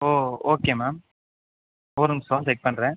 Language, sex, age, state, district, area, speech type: Tamil, male, 18-30, Tamil Nadu, Pudukkottai, rural, conversation